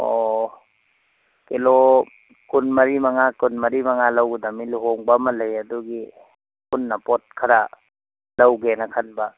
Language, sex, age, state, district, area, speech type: Manipuri, male, 45-60, Manipur, Imphal East, rural, conversation